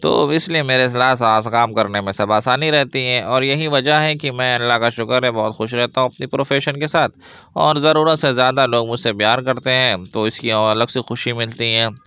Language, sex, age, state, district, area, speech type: Urdu, male, 60+, Uttar Pradesh, Lucknow, urban, spontaneous